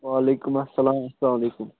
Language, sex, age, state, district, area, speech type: Kashmiri, male, 18-30, Jammu and Kashmir, Budgam, rural, conversation